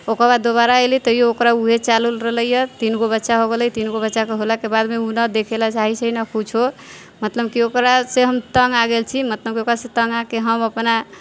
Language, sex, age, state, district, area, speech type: Maithili, female, 45-60, Bihar, Sitamarhi, rural, spontaneous